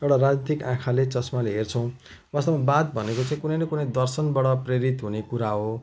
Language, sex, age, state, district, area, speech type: Nepali, male, 45-60, West Bengal, Jalpaiguri, rural, spontaneous